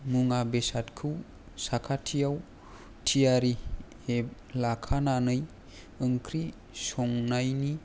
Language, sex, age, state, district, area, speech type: Bodo, male, 18-30, Assam, Kokrajhar, rural, spontaneous